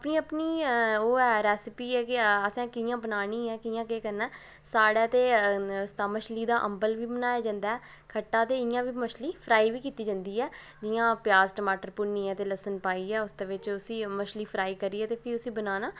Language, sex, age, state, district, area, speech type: Dogri, female, 30-45, Jammu and Kashmir, Udhampur, urban, spontaneous